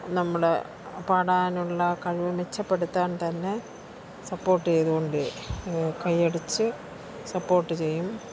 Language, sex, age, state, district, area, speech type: Malayalam, female, 60+, Kerala, Thiruvananthapuram, rural, spontaneous